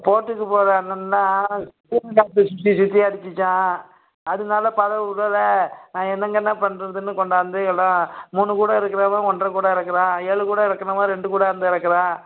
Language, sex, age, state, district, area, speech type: Tamil, male, 45-60, Tamil Nadu, Nagapattinam, rural, conversation